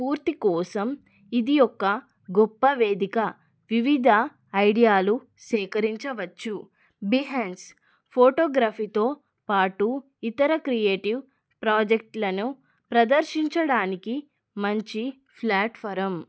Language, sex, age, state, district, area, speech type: Telugu, female, 30-45, Telangana, Adilabad, rural, spontaneous